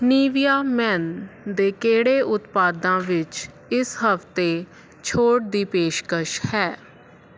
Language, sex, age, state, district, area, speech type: Punjabi, female, 30-45, Punjab, Faridkot, urban, read